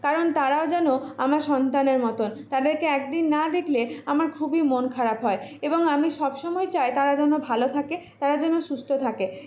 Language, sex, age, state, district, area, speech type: Bengali, female, 30-45, West Bengal, Purulia, urban, spontaneous